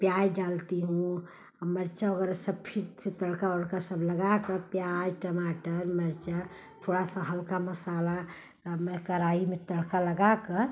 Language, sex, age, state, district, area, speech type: Hindi, female, 45-60, Uttar Pradesh, Ghazipur, urban, spontaneous